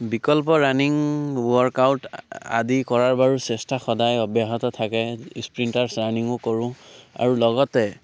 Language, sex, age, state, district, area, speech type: Assamese, male, 18-30, Assam, Biswanath, rural, spontaneous